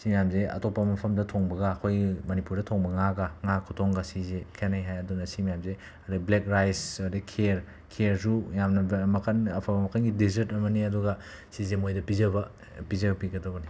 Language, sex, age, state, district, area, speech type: Manipuri, male, 30-45, Manipur, Imphal West, urban, spontaneous